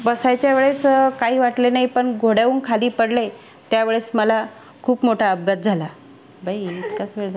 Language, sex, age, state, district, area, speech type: Marathi, female, 45-60, Maharashtra, Buldhana, rural, spontaneous